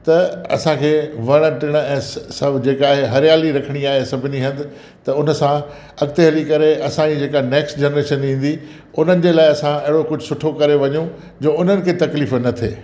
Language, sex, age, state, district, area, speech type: Sindhi, male, 60+, Gujarat, Kutch, urban, spontaneous